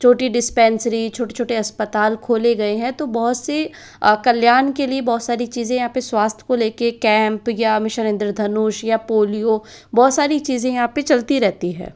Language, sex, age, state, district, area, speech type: Hindi, male, 18-30, Rajasthan, Jaipur, urban, spontaneous